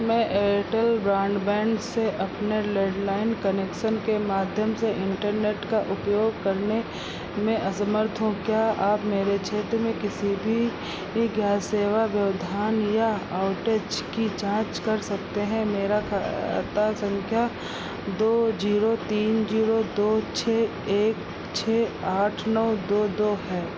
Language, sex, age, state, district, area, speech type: Hindi, female, 45-60, Uttar Pradesh, Sitapur, rural, read